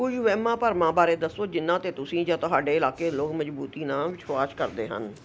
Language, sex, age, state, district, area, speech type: Punjabi, female, 60+, Punjab, Ludhiana, urban, spontaneous